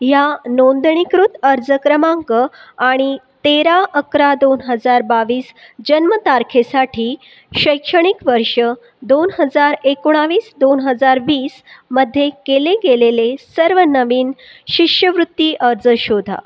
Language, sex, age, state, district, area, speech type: Marathi, female, 30-45, Maharashtra, Buldhana, urban, read